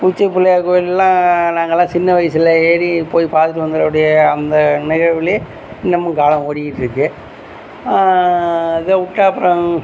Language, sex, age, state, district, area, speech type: Tamil, male, 45-60, Tamil Nadu, Tiruchirappalli, rural, spontaneous